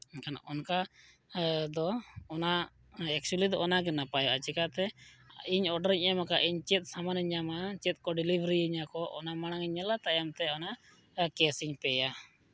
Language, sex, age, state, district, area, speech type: Santali, male, 30-45, Jharkhand, East Singhbhum, rural, spontaneous